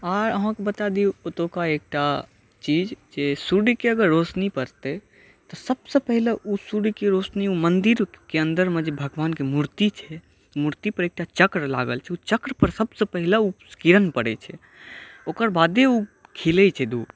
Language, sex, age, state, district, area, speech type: Maithili, male, 18-30, Bihar, Saharsa, rural, spontaneous